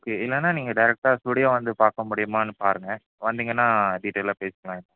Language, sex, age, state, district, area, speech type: Tamil, male, 18-30, Tamil Nadu, Nilgiris, rural, conversation